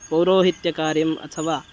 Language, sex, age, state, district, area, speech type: Sanskrit, male, 18-30, Karnataka, Uttara Kannada, rural, spontaneous